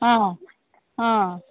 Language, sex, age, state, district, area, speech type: Kannada, female, 60+, Karnataka, Bidar, urban, conversation